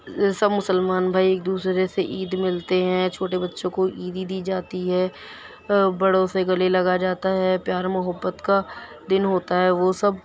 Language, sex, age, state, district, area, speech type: Urdu, female, 18-30, Delhi, Central Delhi, urban, spontaneous